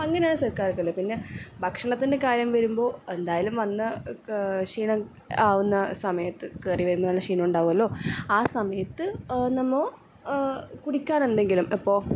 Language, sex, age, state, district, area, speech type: Malayalam, female, 18-30, Kerala, Kasaragod, rural, spontaneous